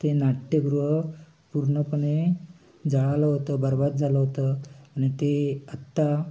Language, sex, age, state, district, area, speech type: Marathi, male, 18-30, Maharashtra, Raigad, urban, spontaneous